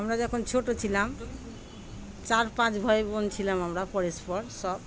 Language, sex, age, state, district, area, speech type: Bengali, female, 45-60, West Bengal, Murshidabad, rural, spontaneous